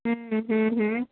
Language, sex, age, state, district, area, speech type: Sindhi, female, 30-45, Uttar Pradesh, Lucknow, urban, conversation